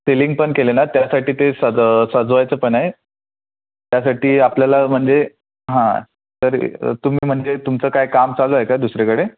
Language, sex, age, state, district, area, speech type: Marathi, male, 18-30, Maharashtra, Ratnagiri, rural, conversation